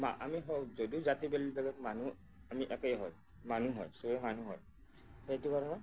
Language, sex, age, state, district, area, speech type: Assamese, male, 30-45, Assam, Nagaon, rural, spontaneous